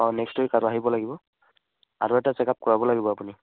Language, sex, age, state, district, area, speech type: Assamese, male, 18-30, Assam, Barpeta, rural, conversation